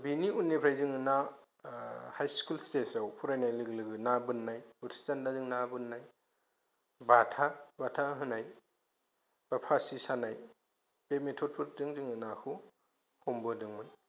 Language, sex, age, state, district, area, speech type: Bodo, male, 30-45, Assam, Kokrajhar, rural, spontaneous